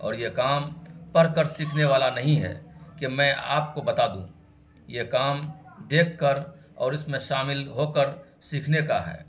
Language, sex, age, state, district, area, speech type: Urdu, male, 45-60, Bihar, Araria, rural, spontaneous